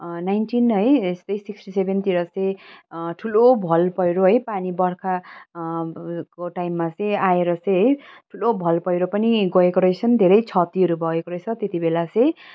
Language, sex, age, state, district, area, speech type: Nepali, female, 30-45, West Bengal, Kalimpong, rural, spontaneous